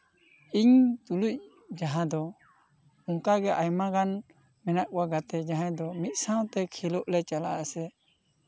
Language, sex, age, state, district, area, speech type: Santali, male, 18-30, West Bengal, Bankura, rural, spontaneous